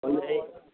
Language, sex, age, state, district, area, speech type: Odia, male, 60+, Odisha, Gajapati, rural, conversation